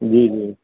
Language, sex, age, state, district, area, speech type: Sindhi, male, 30-45, Uttar Pradesh, Lucknow, urban, conversation